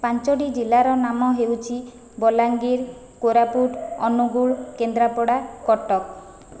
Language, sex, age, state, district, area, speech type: Odia, female, 45-60, Odisha, Khordha, rural, spontaneous